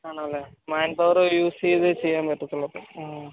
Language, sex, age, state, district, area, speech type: Malayalam, male, 30-45, Kerala, Alappuzha, rural, conversation